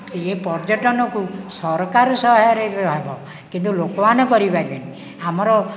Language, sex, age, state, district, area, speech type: Odia, male, 60+, Odisha, Nayagarh, rural, spontaneous